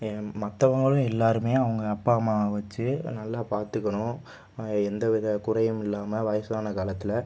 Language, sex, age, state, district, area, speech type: Tamil, male, 30-45, Tamil Nadu, Pudukkottai, rural, spontaneous